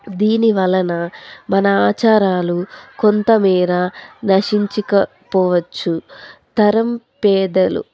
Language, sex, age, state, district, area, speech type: Telugu, female, 18-30, Andhra Pradesh, Anantapur, rural, spontaneous